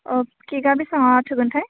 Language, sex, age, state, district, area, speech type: Bodo, female, 18-30, Assam, Udalguri, urban, conversation